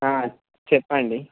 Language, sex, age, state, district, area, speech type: Telugu, male, 30-45, Andhra Pradesh, Srikakulam, urban, conversation